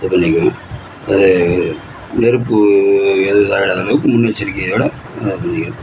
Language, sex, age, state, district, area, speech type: Tamil, male, 30-45, Tamil Nadu, Cuddalore, rural, spontaneous